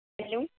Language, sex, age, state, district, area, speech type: Urdu, female, 18-30, Delhi, Central Delhi, urban, conversation